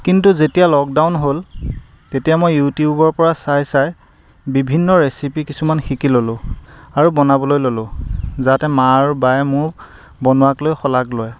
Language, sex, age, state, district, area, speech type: Assamese, male, 30-45, Assam, Lakhimpur, rural, spontaneous